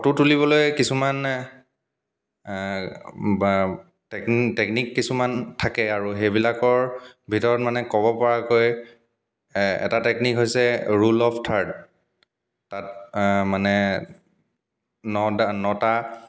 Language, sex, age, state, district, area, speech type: Assamese, male, 30-45, Assam, Dibrugarh, rural, spontaneous